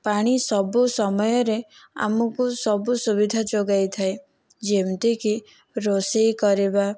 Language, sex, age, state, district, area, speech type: Odia, female, 18-30, Odisha, Kandhamal, rural, spontaneous